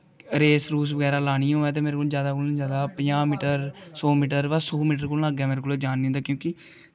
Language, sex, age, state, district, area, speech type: Dogri, male, 18-30, Jammu and Kashmir, Kathua, rural, spontaneous